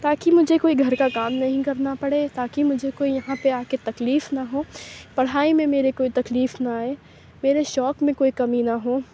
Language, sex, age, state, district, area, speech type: Urdu, female, 18-30, Uttar Pradesh, Aligarh, urban, spontaneous